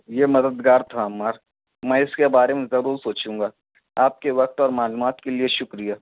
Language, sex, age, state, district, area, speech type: Urdu, male, 18-30, Maharashtra, Nashik, rural, conversation